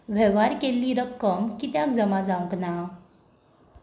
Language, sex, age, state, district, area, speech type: Goan Konkani, female, 18-30, Goa, Tiswadi, rural, read